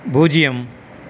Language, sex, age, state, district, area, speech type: Tamil, male, 60+, Tamil Nadu, Erode, rural, read